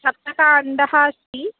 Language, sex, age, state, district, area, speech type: Sanskrit, female, 18-30, Kerala, Thrissur, rural, conversation